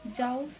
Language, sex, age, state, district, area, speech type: Nepali, female, 18-30, West Bengal, Darjeeling, rural, read